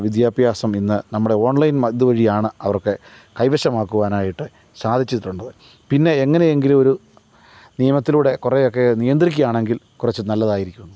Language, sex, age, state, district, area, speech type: Malayalam, male, 45-60, Kerala, Kottayam, urban, spontaneous